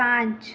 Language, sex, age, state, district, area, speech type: Gujarati, female, 18-30, Gujarat, Mehsana, rural, read